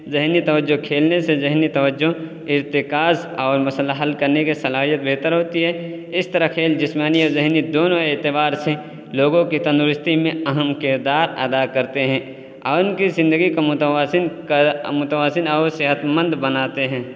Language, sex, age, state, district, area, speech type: Urdu, male, 18-30, Uttar Pradesh, Balrampur, rural, spontaneous